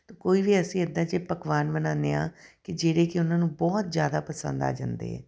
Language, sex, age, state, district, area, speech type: Punjabi, female, 45-60, Punjab, Tarn Taran, urban, spontaneous